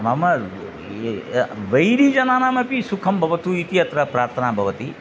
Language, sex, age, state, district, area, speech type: Sanskrit, male, 60+, Tamil Nadu, Thanjavur, urban, spontaneous